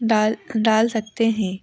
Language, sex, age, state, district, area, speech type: Hindi, female, 18-30, Madhya Pradesh, Seoni, urban, spontaneous